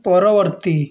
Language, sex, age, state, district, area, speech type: Odia, male, 18-30, Odisha, Balasore, rural, read